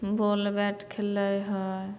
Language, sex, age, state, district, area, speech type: Maithili, female, 18-30, Bihar, Samastipur, rural, spontaneous